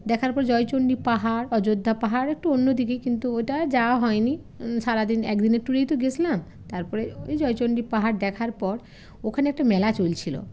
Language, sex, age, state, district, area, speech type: Bengali, female, 45-60, West Bengal, Jalpaiguri, rural, spontaneous